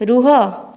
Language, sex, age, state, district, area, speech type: Odia, female, 45-60, Odisha, Jajpur, rural, read